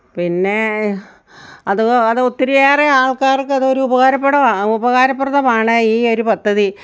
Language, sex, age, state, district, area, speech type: Malayalam, female, 60+, Kerala, Kottayam, rural, spontaneous